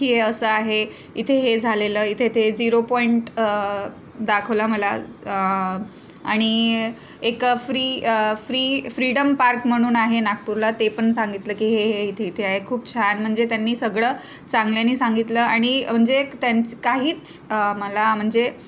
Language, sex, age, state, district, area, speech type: Marathi, female, 30-45, Maharashtra, Nagpur, urban, spontaneous